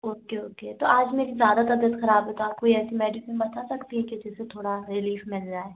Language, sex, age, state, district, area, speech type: Hindi, female, 45-60, Madhya Pradesh, Bhopal, urban, conversation